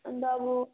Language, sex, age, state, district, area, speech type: Nepali, female, 18-30, West Bengal, Kalimpong, rural, conversation